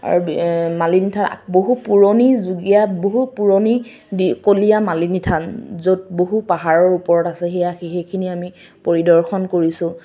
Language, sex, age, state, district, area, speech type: Assamese, female, 18-30, Assam, Kamrup Metropolitan, urban, spontaneous